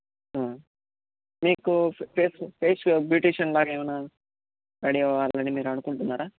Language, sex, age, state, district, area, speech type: Telugu, male, 30-45, Andhra Pradesh, Chittoor, rural, conversation